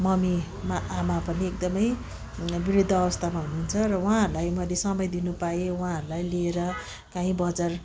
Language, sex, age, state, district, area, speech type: Nepali, female, 45-60, West Bengal, Darjeeling, rural, spontaneous